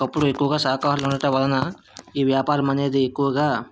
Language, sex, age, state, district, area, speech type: Telugu, male, 30-45, Andhra Pradesh, Vizianagaram, urban, spontaneous